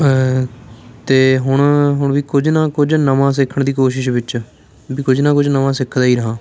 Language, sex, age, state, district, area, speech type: Punjabi, male, 18-30, Punjab, Fatehgarh Sahib, urban, spontaneous